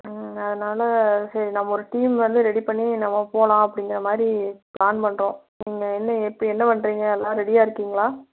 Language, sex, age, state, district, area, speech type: Tamil, female, 18-30, Tamil Nadu, Erode, rural, conversation